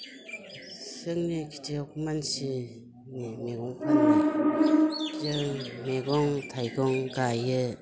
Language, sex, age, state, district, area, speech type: Bodo, female, 60+, Assam, Udalguri, rural, spontaneous